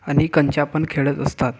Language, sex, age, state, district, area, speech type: Marathi, male, 18-30, Maharashtra, Gondia, rural, spontaneous